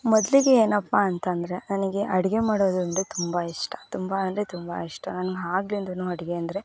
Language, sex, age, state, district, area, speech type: Kannada, female, 18-30, Karnataka, Mysore, rural, spontaneous